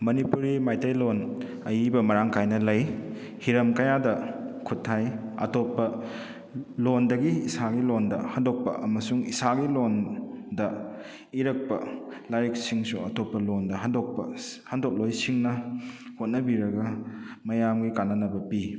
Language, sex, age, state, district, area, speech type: Manipuri, male, 30-45, Manipur, Kakching, rural, spontaneous